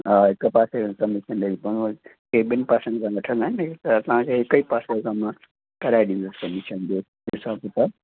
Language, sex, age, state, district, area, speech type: Sindhi, male, 60+, Gujarat, Kutch, urban, conversation